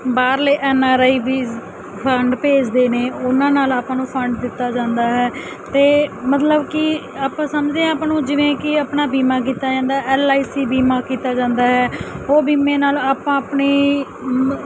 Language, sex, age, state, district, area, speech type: Punjabi, female, 30-45, Punjab, Mansa, urban, spontaneous